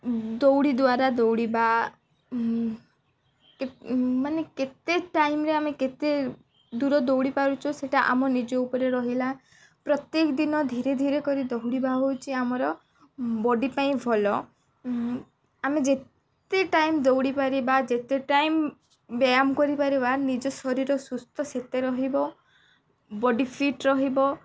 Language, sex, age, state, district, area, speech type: Odia, female, 18-30, Odisha, Nabarangpur, urban, spontaneous